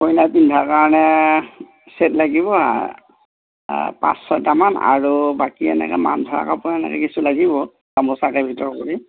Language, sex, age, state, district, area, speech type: Assamese, male, 45-60, Assam, Darrang, rural, conversation